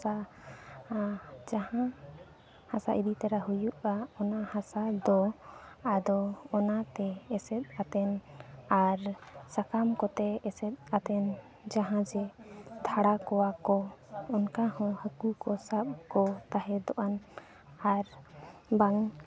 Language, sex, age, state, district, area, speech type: Santali, female, 30-45, Jharkhand, East Singhbhum, rural, spontaneous